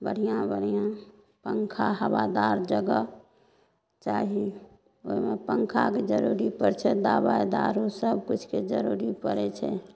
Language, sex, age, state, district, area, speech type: Maithili, female, 60+, Bihar, Madhepura, rural, spontaneous